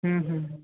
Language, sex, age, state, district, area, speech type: Bengali, male, 18-30, West Bengal, Nadia, rural, conversation